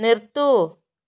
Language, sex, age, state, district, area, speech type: Malayalam, female, 30-45, Kerala, Kozhikode, rural, read